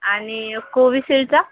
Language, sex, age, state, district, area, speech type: Marathi, female, 30-45, Maharashtra, Yavatmal, rural, conversation